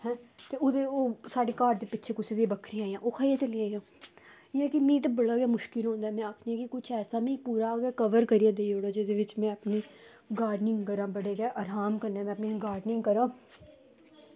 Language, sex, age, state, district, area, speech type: Dogri, female, 18-30, Jammu and Kashmir, Samba, rural, spontaneous